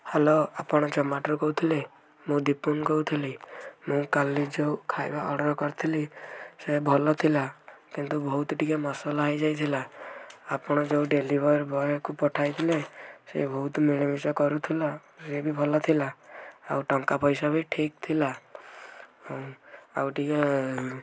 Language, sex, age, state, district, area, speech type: Odia, male, 18-30, Odisha, Kendujhar, urban, spontaneous